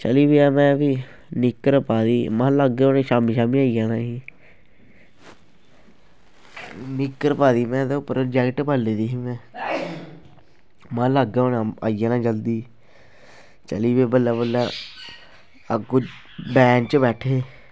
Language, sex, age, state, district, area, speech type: Dogri, male, 18-30, Jammu and Kashmir, Kathua, rural, spontaneous